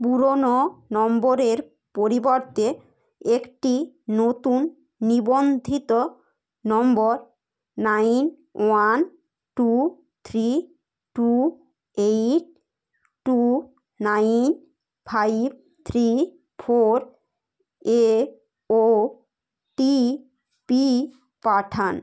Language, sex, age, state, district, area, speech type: Bengali, female, 30-45, West Bengal, Hooghly, urban, read